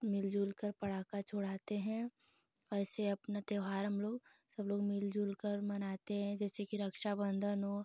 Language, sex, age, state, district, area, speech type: Hindi, female, 18-30, Uttar Pradesh, Ghazipur, rural, spontaneous